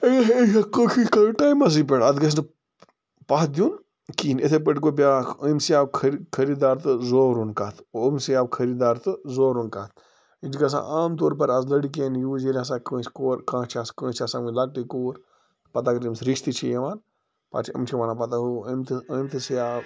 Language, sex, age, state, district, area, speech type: Kashmiri, male, 45-60, Jammu and Kashmir, Bandipora, rural, spontaneous